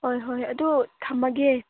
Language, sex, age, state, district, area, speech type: Manipuri, female, 18-30, Manipur, Chandel, rural, conversation